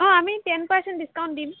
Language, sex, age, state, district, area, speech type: Assamese, female, 18-30, Assam, Kamrup Metropolitan, urban, conversation